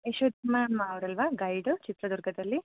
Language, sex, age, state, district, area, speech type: Kannada, female, 45-60, Karnataka, Chitradurga, rural, conversation